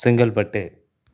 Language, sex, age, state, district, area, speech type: Tamil, male, 30-45, Tamil Nadu, Tiruchirappalli, rural, spontaneous